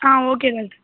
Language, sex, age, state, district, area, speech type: Tamil, female, 18-30, Tamil Nadu, Thoothukudi, rural, conversation